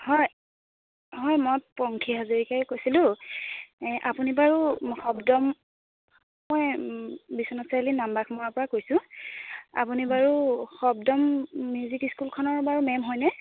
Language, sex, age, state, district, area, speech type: Assamese, female, 18-30, Assam, Biswanath, rural, conversation